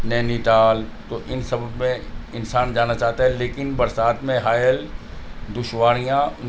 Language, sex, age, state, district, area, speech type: Urdu, male, 45-60, Delhi, North East Delhi, urban, spontaneous